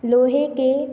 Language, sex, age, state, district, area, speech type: Hindi, female, 18-30, Madhya Pradesh, Hoshangabad, urban, spontaneous